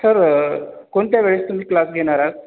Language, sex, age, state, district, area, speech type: Marathi, male, 30-45, Maharashtra, Washim, rural, conversation